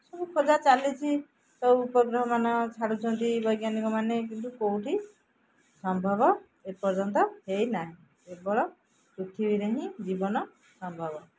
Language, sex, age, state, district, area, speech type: Odia, female, 45-60, Odisha, Jagatsinghpur, rural, spontaneous